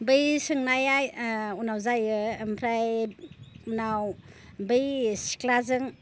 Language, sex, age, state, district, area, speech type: Bodo, female, 45-60, Assam, Baksa, rural, spontaneous